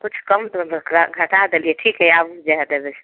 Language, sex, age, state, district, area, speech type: Maithili, female, 45-60, Bihar, Samastipur, rural, conversation